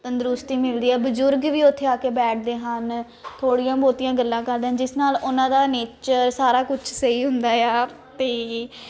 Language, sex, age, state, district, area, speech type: Punjabi, female, 18-30, Punjab, Ludhiana, urban, spontaneous